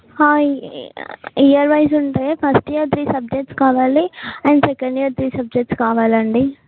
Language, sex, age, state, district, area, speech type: Telugu, female, 18-30, Telangana, Yadadri Bhuvanagiri, urban, conversation